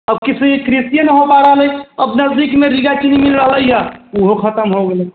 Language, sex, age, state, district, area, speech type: Maithili, female, 18-30, Bihar, Sitamarhi, rural, conversation